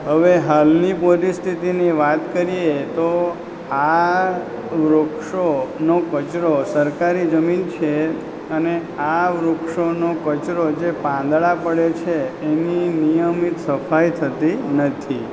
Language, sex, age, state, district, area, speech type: Gujarati, male, 30-45, Gujarat, Valsad, rural, spontaneous